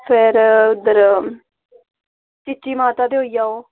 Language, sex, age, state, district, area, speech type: Dogri, female, 18-30, Jammu and Kashmir, Jammu, urban, conversation